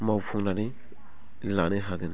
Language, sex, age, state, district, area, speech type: Bodo, male, 18-30, Assam, Baksa, rural, spontaneous